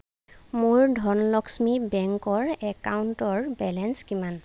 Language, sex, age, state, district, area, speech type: Assamese, female, 30-45, Assam, Lakhimpur, rural, read